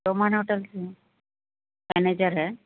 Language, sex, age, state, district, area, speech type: Urdu, female, 18-30, Telangana, Hyderabad, urban, conversation